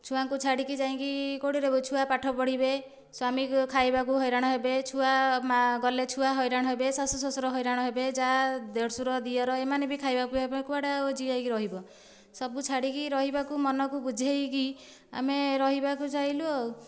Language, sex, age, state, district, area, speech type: Odia, female, 30-45, Odisha, Dhenkanal, rural, spontaneous